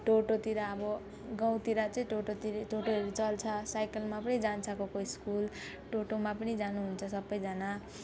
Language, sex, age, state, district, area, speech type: Nepali, female, 18-30, West Bengal, Alipurduar, urban, spontaneous